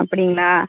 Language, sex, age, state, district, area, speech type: Tamil, female, 60+, Tamil Nadu, Mayiladuthurai, rural, conversation